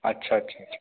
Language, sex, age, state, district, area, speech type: Hindi, male, 45-60, Madhya Pradesh, Betul, urban, conversation